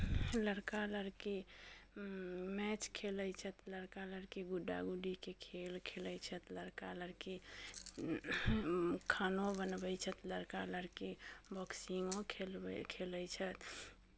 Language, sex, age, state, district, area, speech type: Maithili, female, 18-30, Bihar, Muzaffarpur, rural, spontaneous